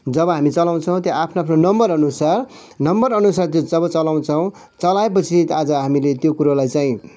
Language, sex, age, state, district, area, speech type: Nepali, male, 45-60, West Bengal, Kalimpong, rural, spontaneous